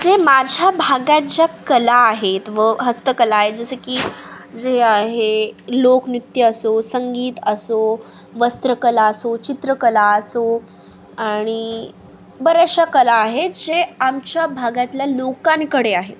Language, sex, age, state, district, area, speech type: Marathi, female, 18-30, Maharashtra, Nanded, rural, spontaneous